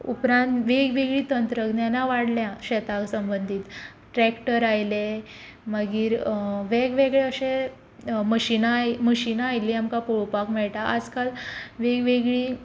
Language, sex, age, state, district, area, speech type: Goan Konkani, female, 18-30, Goa, Quepem, rural, spontaneous